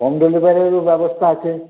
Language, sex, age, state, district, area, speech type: Bengali, male, 60+, West Bengal, Uttar Dinajpur, rural, conversation